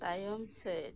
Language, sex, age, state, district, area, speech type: Santali, female, 45-60, West Bengal, Birbhum, rural, read